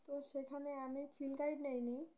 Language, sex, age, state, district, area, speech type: Bengali, female, 18-30, West Bengal, Uttar Dinajpur, urban, spontaneous